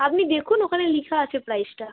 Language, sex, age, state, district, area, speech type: Bengali, female, 18-30, West Bengal, Alipurduar, rural, conversation